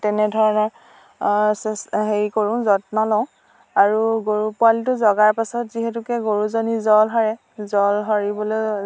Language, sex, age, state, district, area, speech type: Assamese, female, 30-45, Assam, Dhemaji, rural, spontaneous